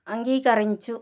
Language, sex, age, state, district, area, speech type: Telugu, female, 30-45, Andhra Pradesh, Sri Balaji, rural, read